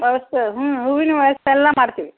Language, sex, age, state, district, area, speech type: Kannada, female, 60+, Karnataka, Koppal, rural, conversation